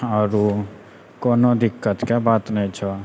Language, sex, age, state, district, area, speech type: Maithili, male, 18-30, Bihar, Purnia, rural, spontaneous